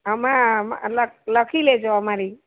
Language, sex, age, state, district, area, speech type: Gujarati, female, 45-60, Gujarat, Valsad, rural, conversation